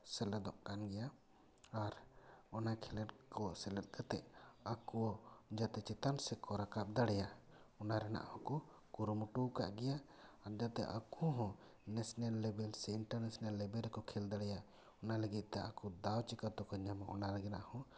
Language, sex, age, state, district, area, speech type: Santali, male, 30-45, West Bengal, Paschim Bardhaman, urban, spontaneous